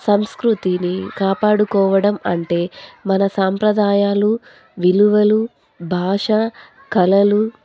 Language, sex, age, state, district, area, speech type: Telugu, female, 18-30, Andhra Pradesh, Anantapur, rural, spontaneous